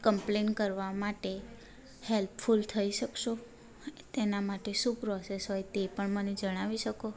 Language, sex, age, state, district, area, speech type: Gujarati, female, 18-30, Gujarat, Ahmedabad, urban, spontaneous